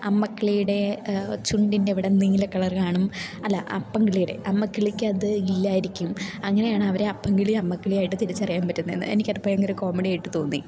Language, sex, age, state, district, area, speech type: Malayalam, female, 18-30, Kerala, Idukki, rural, spontaneous